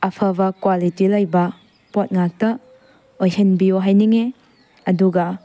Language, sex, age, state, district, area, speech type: Manipuri, female, 18-30, Manipur, Tengnoupal, rural, spontaneous